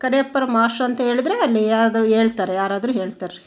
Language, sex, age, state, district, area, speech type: Kannada, female, 45-60, Karnataka, Chitradurga, rural, spontaneous